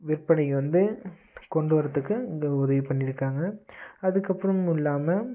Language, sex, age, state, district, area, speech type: Tamil, male, 18-30, Tamil Nadu, Namakkal, rural, spontaneous